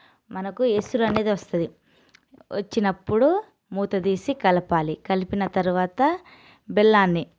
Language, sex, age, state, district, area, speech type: Telugu, female, 30-45, Telangana, Nalgonda, rural, spontaneous